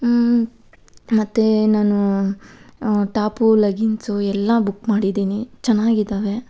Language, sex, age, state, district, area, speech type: Kannada, female, 18-30, Karnataka, Kolar, rural, spontaneous